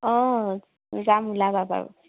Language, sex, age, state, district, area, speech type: Assamese, female, 45-60, Assam, Charaideo, urban, conversation